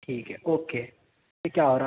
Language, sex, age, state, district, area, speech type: Urdu, male, 18-30, Delhi, East Delhi, rural, conversation